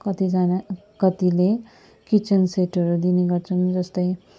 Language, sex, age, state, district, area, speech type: Nepali, female, 45-60, West Bengal, Darjeeling, rural, spontaneous